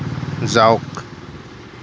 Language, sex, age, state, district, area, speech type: Assamese, male, 18-30, Assam, Lakhimpur, rural, read